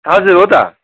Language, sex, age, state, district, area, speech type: Nepali, male, 30-45, West Bengal, Darjeeling, rural, conversation